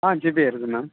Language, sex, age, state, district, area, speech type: Tamil, male, 30-45, Tamil Nadu, Chennai, urban, conversation